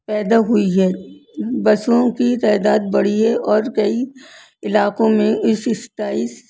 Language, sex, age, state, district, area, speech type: Urdu, female, 60+, Delhi, North East Delhi, urban, spontaneous